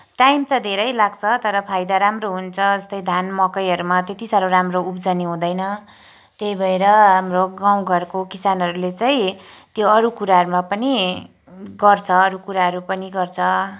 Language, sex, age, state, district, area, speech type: Nepali, female, 30-45, West Bengal, Kalimpong, rural, spontaneous